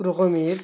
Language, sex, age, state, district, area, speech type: Bengali, male, 45-60, West Bengal, Dakshin Dinajpur, urban, spontaneous